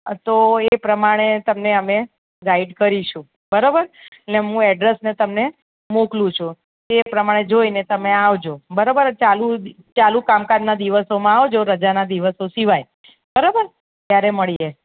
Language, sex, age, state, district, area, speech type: Gujarati, female, 45-60, Gujarat, Ahmedabad, urban, conversation